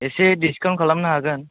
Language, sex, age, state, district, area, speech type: Bodo, male, 18-30, Assam, Chirang, urban, conversation